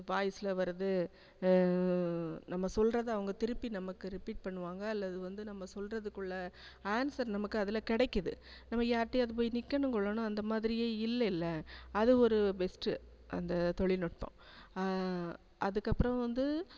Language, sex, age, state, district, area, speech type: Tamil, female, 45-60, Tamil Nadu, Thanjavur, urban, spontaneous